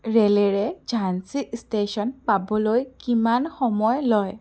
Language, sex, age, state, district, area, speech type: Assamese, female, 18-30, Assam, Biswanath, rural, read